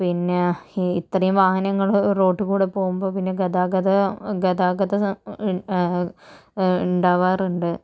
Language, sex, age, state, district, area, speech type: Malayalam, female, 45-60, Kerala, Kozhikode, urban, spontaneous